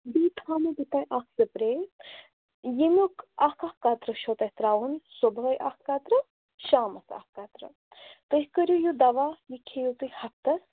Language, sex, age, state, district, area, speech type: Kashmiri, female, 18-30, Jammu and Kashmir, Bandipora, rural, conversation